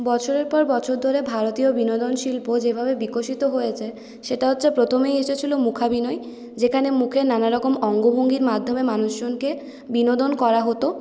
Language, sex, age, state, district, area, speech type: Bengali, female, 18-30, West Bengal, Purulia, urban, spontaneous